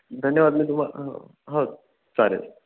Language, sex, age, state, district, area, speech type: Marathi, male, 18-30, Maharashtra, Ratnagiri, rural, conversation